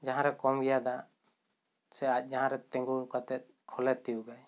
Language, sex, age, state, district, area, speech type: Santali, male, 30-45, West Bengal, Bankura, rural, spontaneous